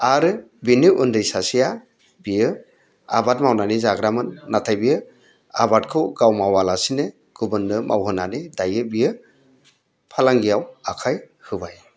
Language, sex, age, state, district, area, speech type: Bodo, male, 60+, Assam, Udalguri, urban, spontaneous